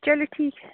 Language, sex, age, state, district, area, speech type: Urdu, female, 30-45, Jammu and Kashmir, Srinagar, urban, conversation